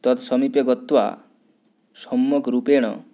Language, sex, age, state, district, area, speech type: Sanskrit, male, 18-30, West Bengal, Paschim Medinipur, rural, spontaneous